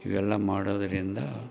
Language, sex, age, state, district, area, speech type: Kannada, male, 60+, Karnataka, Koppal, rural, spontaneous